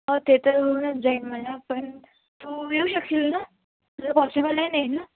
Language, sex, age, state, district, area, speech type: Marathi, female, 18-30, Maharashtra, Wardha, rural, conversation